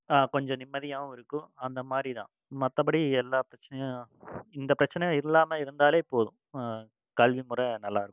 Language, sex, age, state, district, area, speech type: Tamil, male, 30-45, Tamil Nadu, Coimbatore, rural, spontaneous